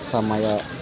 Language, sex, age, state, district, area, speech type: Kannada, male, 18-30, Karnataka, Kolar, rural, read